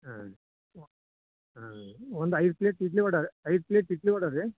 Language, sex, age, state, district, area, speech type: Kannada, male, 60+, Karnataka, Koppal, rural, conversation